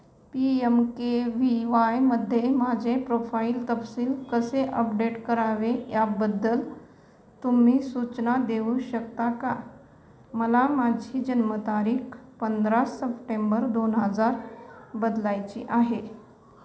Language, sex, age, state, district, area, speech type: Marathi, female, 45-60, Maharashtra, Nanded, urban, read